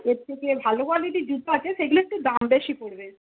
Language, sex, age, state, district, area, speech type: Bengali, female, 60+, West Bengal, Hooghly, rural, conversation